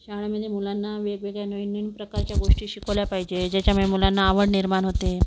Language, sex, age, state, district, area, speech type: Marathi, female, 45-60, Maharashtra, Amravati, urban, spontaneous